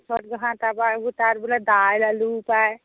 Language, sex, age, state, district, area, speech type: Assamese, female, 45-60, Assam, Majuli, urban, conversation